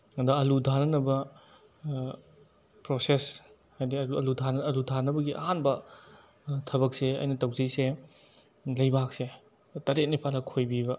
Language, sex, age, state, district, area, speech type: Manipuri, male, 18-30, Manipur, Bishnupur, rural, spontaneous